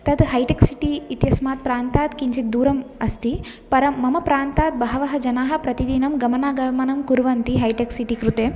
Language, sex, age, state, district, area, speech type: Sanskrit, female, 18-30, Telangana, Ranga Reddy, urban, spontaneous